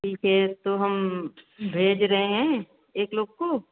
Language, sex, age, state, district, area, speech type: Hindi, female, 30-45, Uttar Pradesh, Varanasi, rural, conversation